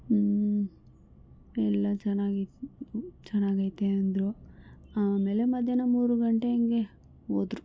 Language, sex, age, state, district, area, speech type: Kannada, female, 18-30, Karnataka, Bangalore Rural, rural, spontaneous